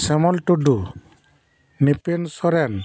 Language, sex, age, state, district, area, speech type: Santali, male, 45-60, West Bengal, Dakshin Dinajpur, rural, spontaneous